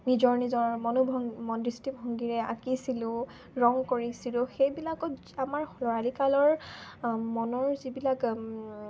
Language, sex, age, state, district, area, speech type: Assamese, female, 18-30, Assam, Dibrugarh, rural, spontaneous